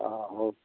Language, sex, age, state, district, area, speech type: Odia, male, 60+, Odisha, Gajapati, rural, conversation